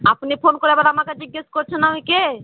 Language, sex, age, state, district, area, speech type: Bengali, female, 30-45, West Bengal, Murshidabad, rural, conversation